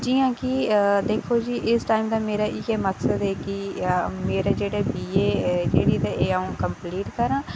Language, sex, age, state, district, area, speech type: Dogri, female, 18-30, Jammu and Kashmir, Reasi, rural, spontaneous